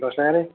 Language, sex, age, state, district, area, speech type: Odia, male, 60+, Odisha, Gajapati, rural, conversation